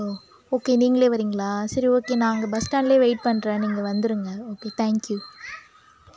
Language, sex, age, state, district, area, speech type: Tamil, female, 30-45, Tamil Nadu, Cuddalore, rural, spontaneous